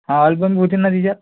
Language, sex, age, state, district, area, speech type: Marathi, male, 18-30, Maharashtra, Amravati, urban, conversation